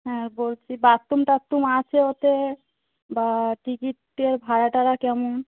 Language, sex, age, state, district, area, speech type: Bengali, female, 30-45, West Bengal, Darjeeling, urban, conversation